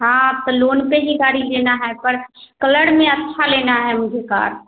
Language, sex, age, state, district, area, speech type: Hindi, female, 30-45, Bihar, Samastipur, rural, conversation